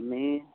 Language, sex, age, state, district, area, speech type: Goan Konkani, male, 45-60, Goa, Tiswadi, rural, conversation